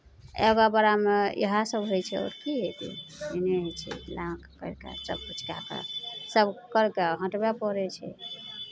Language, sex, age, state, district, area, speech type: Maithili, female, 45-60, Bihar, Araria, rural, spontaneous